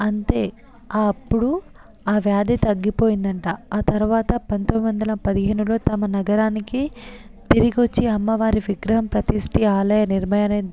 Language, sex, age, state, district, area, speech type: Telugu, female, 18-30, Telangana, Hyderabad, urban, spontaneous